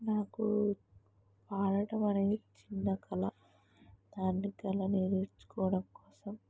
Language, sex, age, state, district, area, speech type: Telugu, female, 18-30, Telangana, Mahabubabad, rural, spontaneous